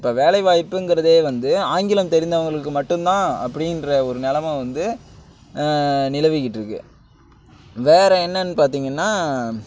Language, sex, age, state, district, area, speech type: Tamil, male, 60+, Tamil Nadu, Mayiladuthurai, rural, spontaneous